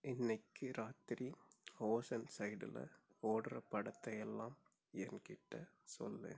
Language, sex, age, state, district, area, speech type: Tamil, male, 18-30, Tamil Nadu, Coimbatore, rural, read